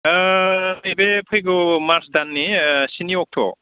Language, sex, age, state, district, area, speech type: Bodo, male, 45-60, Assam, Udalguri, urban, conversation